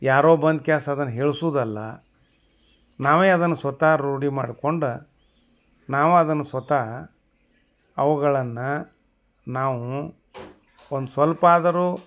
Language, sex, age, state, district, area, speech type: Kannada, male, 60+, Karnataka, Bagalkot, rural, spontaneous